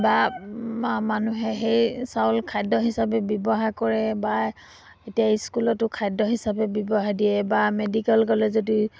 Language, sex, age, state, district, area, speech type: Assamese, female, 60+, Assam, Dibrugarh, rural, spontaneous